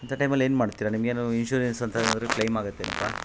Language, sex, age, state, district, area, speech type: Kannada, male, 45-60, Karnataka, Kolar, urban, spontaneous